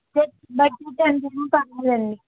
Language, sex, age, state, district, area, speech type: Telugu, female, 18-30, Andhra Pradesh, Konaseema, rural, conversation